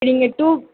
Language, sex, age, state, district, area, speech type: Tamil, female, 18-30, Tamil Nadu, Tiruvallur, urban, conversation